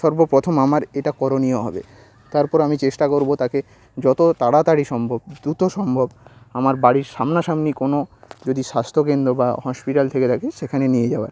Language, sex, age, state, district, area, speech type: Bengali, male, 30-45, West Bengal, Nadia, rural, spontaneous